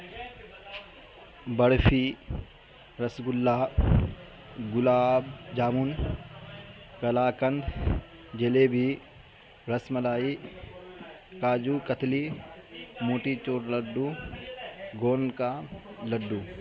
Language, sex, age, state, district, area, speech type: Urdu, male, 18-30, Bihar, Madhubani, rural, spontaneous